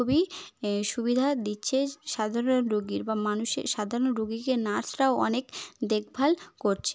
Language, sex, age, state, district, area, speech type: Bengali, female, 18-30, West Bengal, South 24 Parganas, rural, spontaneous